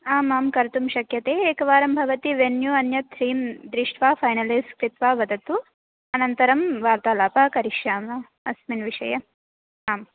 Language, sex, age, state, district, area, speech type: Sanskrit, female, 18-30, Telangana, Medchal, urban, conversation